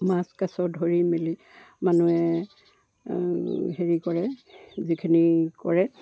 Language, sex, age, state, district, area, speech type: Assamese, female, 60+, Assam, Charaideo, rural, spontaneous